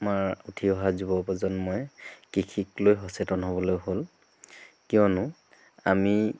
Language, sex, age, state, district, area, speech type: Assamese, male, 30-45, Assam, Dhemaji, rural, spontaneous